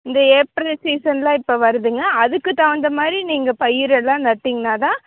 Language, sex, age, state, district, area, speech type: Tamil, female, 18-30, Tamil Nadu, Coimbatore, urban, conversation